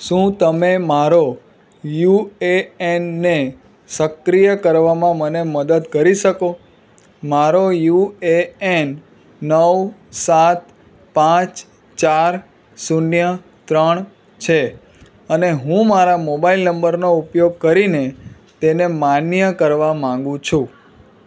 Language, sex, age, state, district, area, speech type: Gujarati, male, 30-45, Gujarat, Surat, urban, read